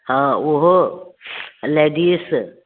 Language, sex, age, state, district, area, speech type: Maithili, female, 30-45, Bihar, Muzaffarpur, urban, conversation